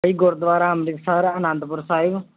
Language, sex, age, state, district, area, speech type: Punjabi, male, 18-30, Punjab, Shaheed Bhagat Singh Nagar, rural, conversation